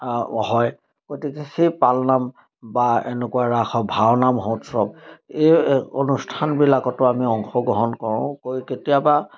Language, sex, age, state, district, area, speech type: Assamese, male, 60+, Assam, Majuli, urban, spontaneous